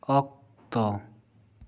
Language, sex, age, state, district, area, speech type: Santali, male, 18-30, West Bengal, Bankura, rural, read